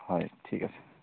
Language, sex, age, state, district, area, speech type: Assamese, male, 30-45, Assam, Biswanath, rural, conversation